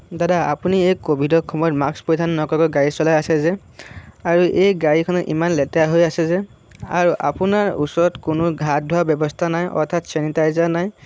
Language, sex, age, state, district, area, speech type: Assamese, male, 18-30, Assam, Sonitpur, rural, spontaneous